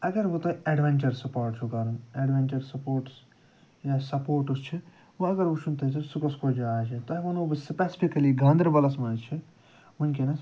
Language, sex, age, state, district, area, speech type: Kashmiri, male, 45-60, Jammu and Kashmir, Ganderbal, urban, spontaneous